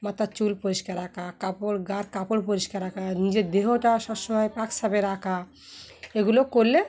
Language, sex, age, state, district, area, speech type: Bengali, female, 30-45, West Bengal, Dakshin Dinajpur, urban, spontaneous